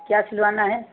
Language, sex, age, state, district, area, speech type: Hindi, female, 60+, Uttar Pradesh, Sitapur, rural, conversation